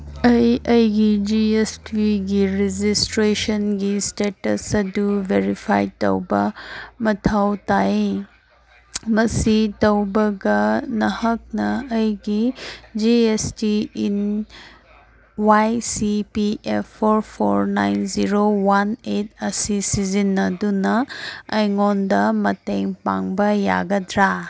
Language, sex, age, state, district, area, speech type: Manipuri, female, 18-30, Manipur, Kangpokpi, urban, read